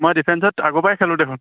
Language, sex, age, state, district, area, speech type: Assamese, male, 30-45, Assam, Lakhimpur, rural, conversation